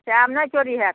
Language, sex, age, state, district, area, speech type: Maithili, female, 45-60, Bihar, Samastipur, rural, conversation